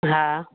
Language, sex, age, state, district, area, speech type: Sindhi, female, 30-45, Gujarat, Junagadh, rural, conversation